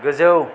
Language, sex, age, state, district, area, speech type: Bodo, male, 60+, Assam, Kokrajhar, rural, read